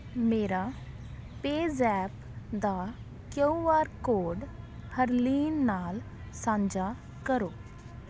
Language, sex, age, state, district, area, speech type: Punjabi, female, 30-45, Punjab, Patiala, rural, read